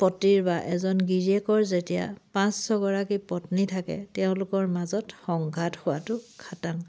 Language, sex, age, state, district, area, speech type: Assamese, female, 30-45, Assam, Charaideo, rural, spontaneous